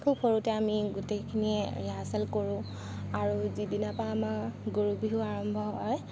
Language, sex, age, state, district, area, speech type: Assamese, female, 30-45, Assam, Lakhimpur, rural, spontaneous